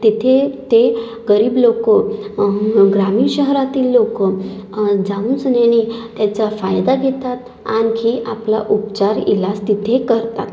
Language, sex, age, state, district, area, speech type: Marathi, female, 18-30, Maharashtra, Nagpur, urban, spontaneous